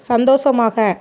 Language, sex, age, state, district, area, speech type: Tamil, female, 45-60, Tamil Nadu, Thoothukudi, urban, read